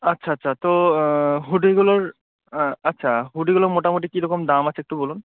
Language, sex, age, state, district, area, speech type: Bengali, male, 18-30, West Bengal, Murshidabad, urban, conversation